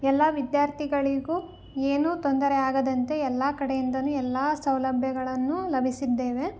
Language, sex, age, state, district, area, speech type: Kannada, female, 18-30, Karnataka, Davanagere, rural, spontaneous